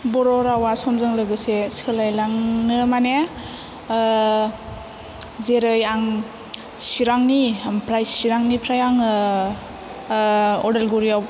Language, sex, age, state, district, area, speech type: Bodo, female, 18-30, Assam, Chirang, urban, spontaneous